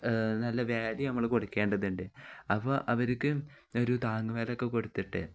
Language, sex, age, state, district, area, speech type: Malayalam, male, 18-30, Kerala, Kozhikode, rural, spontaneous